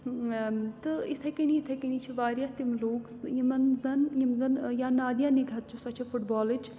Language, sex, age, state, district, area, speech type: Kashmiri, female, 18-30, Jammu and Kashmir, Srinagar, urban, spontaneous